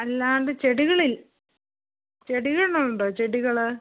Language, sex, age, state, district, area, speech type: Malayalam, female, 45-60, Kerala, Thiruvananthapuram, urban, conversation